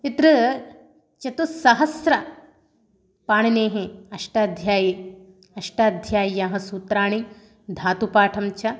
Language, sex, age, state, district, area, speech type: Sanskrit, female, 30-45, Telangana, Mahbubnagar, urban, spontaneous